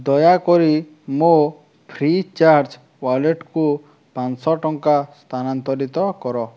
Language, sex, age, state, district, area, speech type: Odia, male, 18-30, Odisha, Subarnapur, rural, read